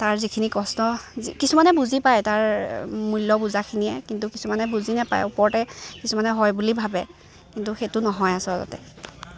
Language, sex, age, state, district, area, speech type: Assamese, female, 18-30, Assam, Lakhimpur, urban, spontaneous